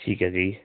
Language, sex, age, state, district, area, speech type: Punjabi, male, 18-30, Punjab, Shaheed Bhagat Singh Nagar, urban, conversation